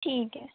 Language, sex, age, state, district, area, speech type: Dogri, female, 18-30, Jammu and Kashmir, Jammu, urban, conversation